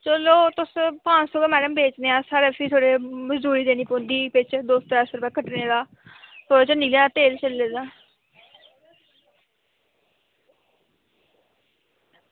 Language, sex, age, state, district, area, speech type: Dogri, female, 18-30, Jammu and Kashmir, Samba, rural, conversation